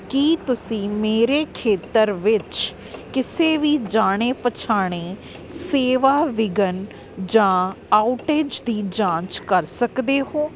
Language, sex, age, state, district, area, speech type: Punjabi, female, 30-45, Punjab, Kapurthala, urban, read